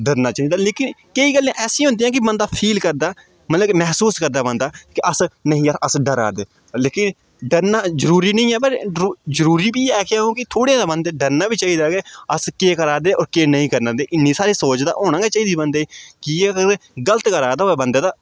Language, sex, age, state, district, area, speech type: Dogri, male, 18-30, Jammu and Kashmir, Udhampur, rural, spontaneous